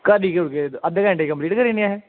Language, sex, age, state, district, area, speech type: Dogri, male, 18-30, Jammu and Kashmir, Kathua, rural, conversation